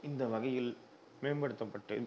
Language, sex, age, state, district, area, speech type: Tamil, male, 30-45, Tamil Nadu, Kallakurichi, urban, spontaneous